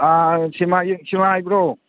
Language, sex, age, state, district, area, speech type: Manipuri, male, 60+, Manipur, Thoubal, rural, conversation